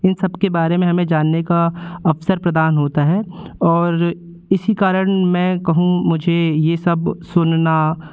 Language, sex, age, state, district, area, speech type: Hindi, male, 18-30, Madhya Pradesh, Jabalpur, rural, spontaneous